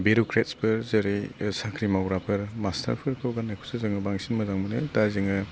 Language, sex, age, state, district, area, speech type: Bodo, male, 30-45, Assam, Chirang, rural, spontaneous